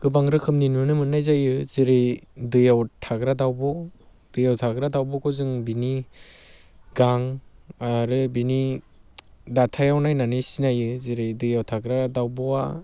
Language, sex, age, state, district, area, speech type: Bodo, male, 18-30, Assam, Baksa, rural, spontaneous